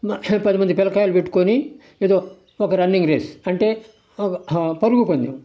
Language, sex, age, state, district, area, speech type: Telugu, male, 60+, Andhra Pradesh, Sri Balaji, urban, spontaneous